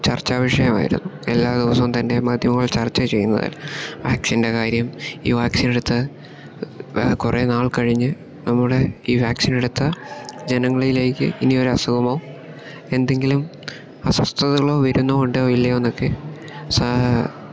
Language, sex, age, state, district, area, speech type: Malayalam, male, 18-30, Kerala, Idukki, rural, spontaneous